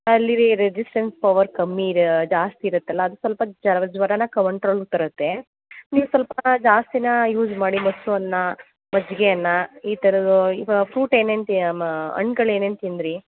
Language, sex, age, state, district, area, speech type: Kannada, female, 18-30, Karnataka, Mandya, rural, conversation